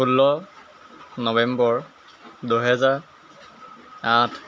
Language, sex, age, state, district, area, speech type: Assamese, male, 18-30, Assam, Jorhat, urban, spontaneous